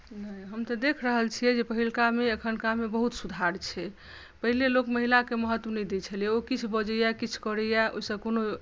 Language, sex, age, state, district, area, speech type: Maithili, female, 45-60, Bihar, Madhubani, rural, spontaneous